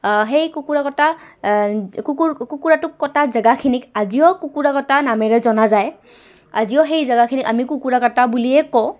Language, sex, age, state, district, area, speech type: Assamese, female, 18-30, Assam, Goalpara, urban, spontaneous